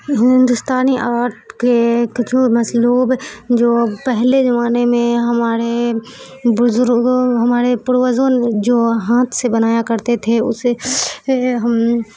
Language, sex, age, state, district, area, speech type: Urdu, female, 45-60, Bihar, Supaul, urban, spontaneous